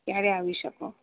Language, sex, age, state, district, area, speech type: Gujarati, female, 60+, Gujarat, Ahmedabad, urban, conversation